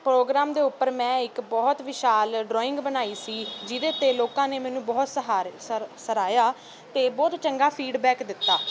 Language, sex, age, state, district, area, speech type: Punjabi, female, 18-30, Punjab, Ludhiana, urban, spontaneous